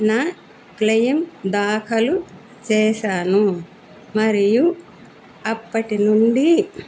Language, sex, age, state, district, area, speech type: Telugu, female, 60+, Andhra Pradesh, Annamaya, urban, spontaneous